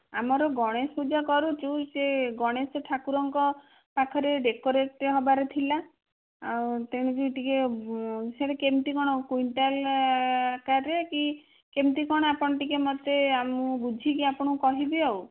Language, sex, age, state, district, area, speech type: Odia, female, 18-30, Odisha, Bhadrak, rural, conversation